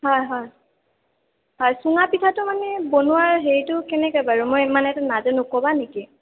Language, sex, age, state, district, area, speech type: Assamese, female, 18-30, Assam, Sonitpur, rural, conversation